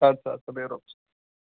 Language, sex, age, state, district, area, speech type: Kashmiri, male, 30-45, Jammu and Kashmir, Baramulla, urban, conversation